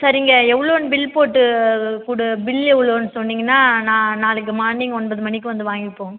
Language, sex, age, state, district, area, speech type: Tamil, female, 18-30, Tamil Nadu, Cuddalore, rural, conversation